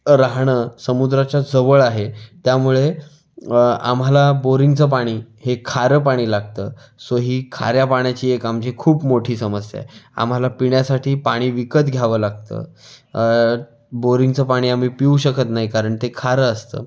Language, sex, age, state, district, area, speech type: Marathi, male, 18-30, Maharashtra, Raigad, rural, spontaneous